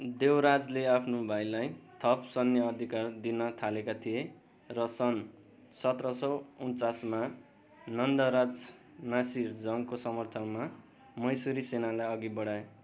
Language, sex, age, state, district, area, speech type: Nepali, male, 18-30, West Bengal, Darjeeling, rural, read